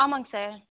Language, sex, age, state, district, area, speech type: Tamil, female, 18-30, Tamil Nadu, Mayiladuthurai, rural, conversation